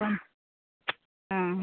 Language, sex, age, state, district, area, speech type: Malayalam, female, 30-45, Kerala, Kasaragod, rural, conversation